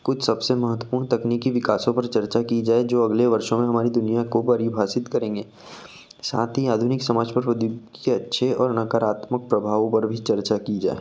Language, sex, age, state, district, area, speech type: Hindi, male, 18-30, Madhya Pradesh, Betul, urban, spontaneous